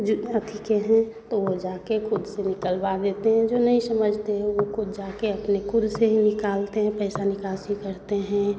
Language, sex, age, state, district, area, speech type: Hindi, female, 30-45, Bihar, Begusarai, rural, spontaneous